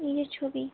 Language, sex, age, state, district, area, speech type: Bengali, female, 18-30, West Bengal, Malda, urban, conversation